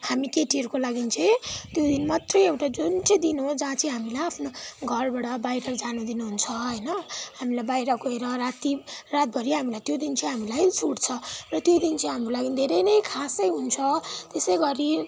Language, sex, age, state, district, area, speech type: Nepali, female, 18-30, West Bengal, Kalimpong, rural, spontaneous